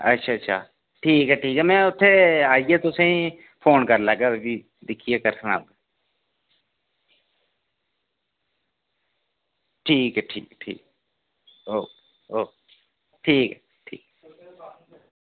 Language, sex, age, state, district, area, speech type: Dogri, male, 18-30, Jammu and Kashmir, Reasi, rural, conversation